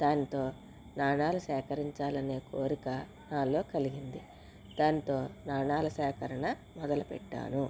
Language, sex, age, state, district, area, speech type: Telugu, female, 30-45, Andhra Pradesh, Konaseema, rural, spontaneous